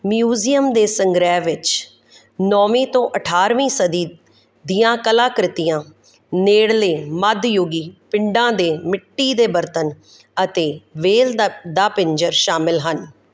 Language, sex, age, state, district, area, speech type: Punjabi, female, 45-60, Punjab, Kapurthala, rural, read